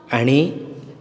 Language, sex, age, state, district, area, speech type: Goan Konkani, male, 18-30, Goa, Bardez, rural, spontaneous